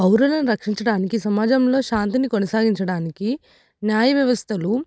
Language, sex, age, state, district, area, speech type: Telugu, female, 18-30, Telangana, Hyderabad, urban, spontaneous